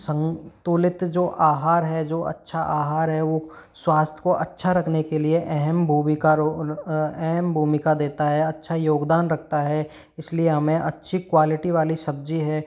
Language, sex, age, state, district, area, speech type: Hindi, male, 45-60, Rajasthan, Karauli, rural, spontaneous